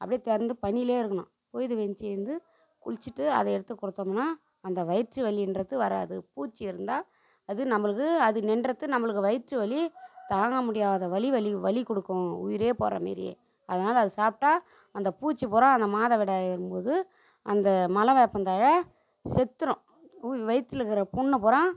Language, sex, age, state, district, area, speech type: Tamil, female, 45-60, Tamil Nadu, Tiruvannamalai, rural, spontaneous